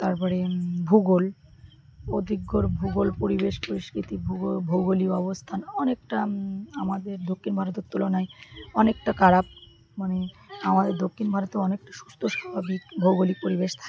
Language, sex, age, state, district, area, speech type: Bengali, female, 30-45, West Bengal, Birbhum, urban, spontaneous